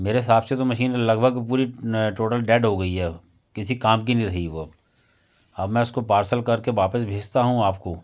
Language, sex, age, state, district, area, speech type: Hindi, male, 45-60, Madhya Pradesh, Jabalpur, urban, spontaneous